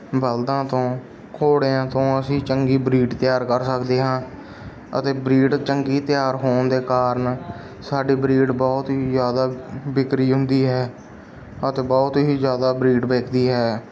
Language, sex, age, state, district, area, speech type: Punjabi, male, 18-30, Punjab, Bathinda, rural, spontaneous